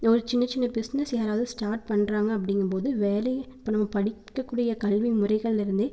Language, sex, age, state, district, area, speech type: Tamil, female, 18-30, Tamil Nadu, Erode, rural, spontaneous